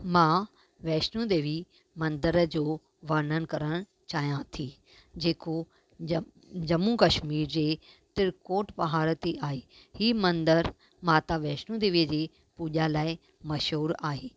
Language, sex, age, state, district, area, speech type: Sindhi, female, 45-60, Maharashtra, Mumbai Suburban, urban, spontaneous